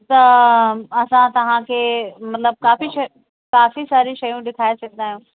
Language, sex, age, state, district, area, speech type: Sindhi, female, 30-45, Uttar Pradesh, Lucknow, urban, conversation